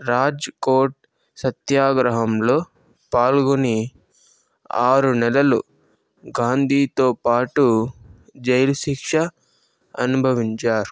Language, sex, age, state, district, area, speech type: Telugu, male, 18-30, Andhra Pradesh, Chittoor, rural, spontaneous